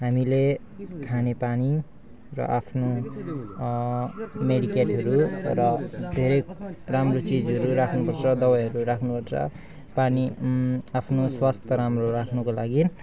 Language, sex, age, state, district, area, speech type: Nepali, male, 18-30, West Bengal, Alipurduar, urban, spontaneous